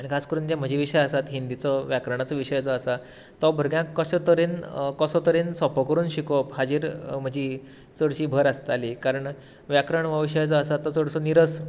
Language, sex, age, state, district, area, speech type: Goan Konkani, male, 18-30, Goa, Tiswadi, rural, spontaneous